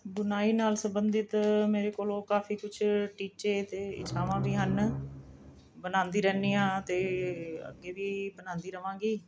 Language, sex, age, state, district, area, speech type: Punjabi, female, 45-60, Punjab, Mohali, urban, spontaneous